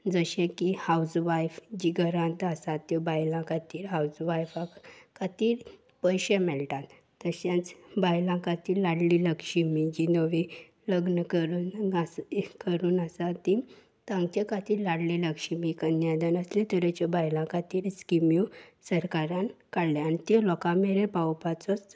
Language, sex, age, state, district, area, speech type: Goan Konkani, female, 18-30, Goa, Salcete, urban, spontaneous